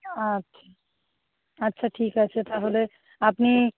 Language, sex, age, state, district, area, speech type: Bengali, female, 45-60, West Bengal, Nadia, rural, conversation